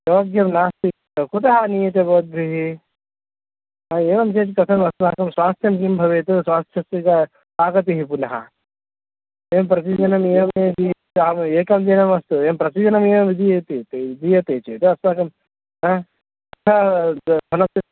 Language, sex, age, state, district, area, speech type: Sanskrit, male, 30-45, Karnataka, Kolar, rural, conversation